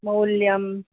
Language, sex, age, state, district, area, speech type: Sanskrit, female, 60+, Karnataka, Mysore, urban, conversation